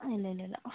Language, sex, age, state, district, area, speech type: Malayalam, female, 18-30, Kerala, Wayanad, rural, conversation